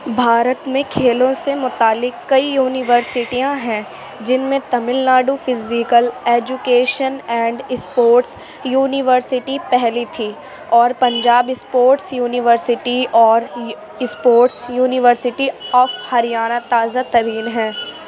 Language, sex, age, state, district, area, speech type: Urdu, female, 45-60, Delhi, Central Delhi, urban, read